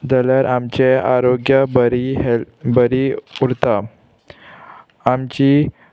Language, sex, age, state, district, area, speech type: Goan Konkani, male, 18-30, Goa, Murmgao, urban, spontaneous